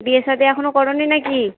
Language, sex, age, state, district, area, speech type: Bengali, female, 30-45, West Bengal, Murshidabad, rural, conversation